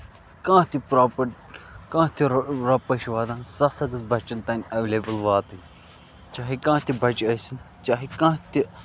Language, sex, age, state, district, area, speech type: Kashmiri, male, 18-30, Jammu and Kashmir, Bandipora, rural, spontaneous